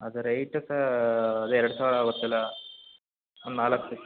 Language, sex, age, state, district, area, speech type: Kannada, male, 30-45, Karnataka, Hassan, urban, conversation